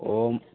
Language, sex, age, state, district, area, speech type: Manipuri, male, 18-30, Manipur, Chandel, rural, conversation